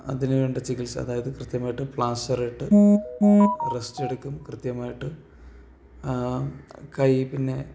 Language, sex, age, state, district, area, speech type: Malayalam, male, 18-30, Kerala, Thiruvananthapuram, rural, spontaneous